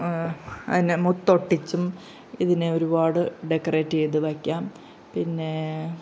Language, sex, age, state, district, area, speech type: Malayalam, female, 45-60, Kerala, Pathanamthitta, rural, spontaneous